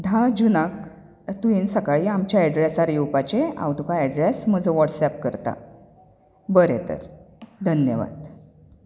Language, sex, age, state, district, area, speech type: Goan Konkani, female, 30-45, Goa, Bardez, rural, spontaneous